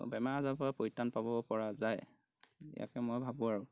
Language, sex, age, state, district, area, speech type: Assamese, male, 18-30, Assam, Golaghat, rural, spontaneous